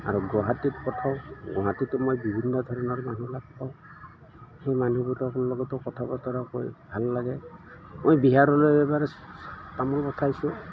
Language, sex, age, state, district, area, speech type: Assamese, male, 60+, Assam, Udalguri, rural, spontaneous